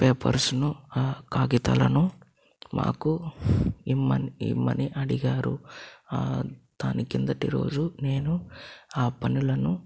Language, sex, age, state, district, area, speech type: Telugu, male, 30-45, Andhra Pradesh, Chittoor, urban, spontaneous